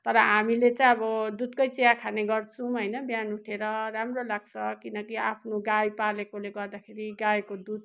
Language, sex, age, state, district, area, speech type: Nepali, female, 60+, West Bengal, Kalimpong, rural, spontaneous